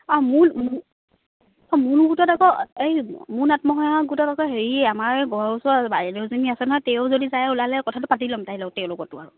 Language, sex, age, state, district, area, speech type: Assamese, female, 18-30, Assam, Charaideo, rural, conversation